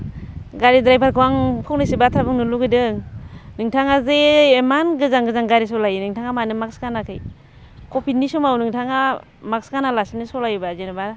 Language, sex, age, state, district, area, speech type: Bodo, female, 45-60, Assam, Baksa, rural, spontaneous